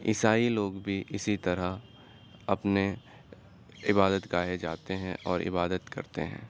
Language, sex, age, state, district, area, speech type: Urdu, male, 30-45, Uttar Pradesh, Aligarh, urban, spontaneous